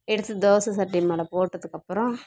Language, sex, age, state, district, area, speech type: Tamil, female, 30-45, Tamil Nadu, Dharmapuri, rural, spontaneous